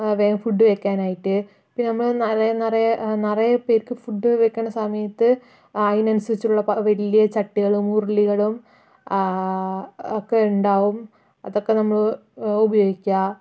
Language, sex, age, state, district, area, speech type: Malayalam, female, 45-60, Kerala, Palakkad, rural, spontaneous